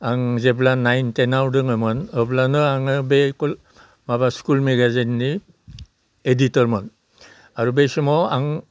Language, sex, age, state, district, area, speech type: Bodo, male, 60+, Assam, Udalguri, rural, spontaneous